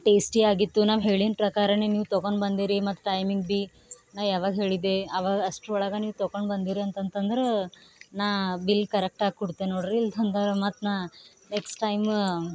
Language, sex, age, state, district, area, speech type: Kannada, female, 18-30, Karnataka, Bidar, rural, spontaneous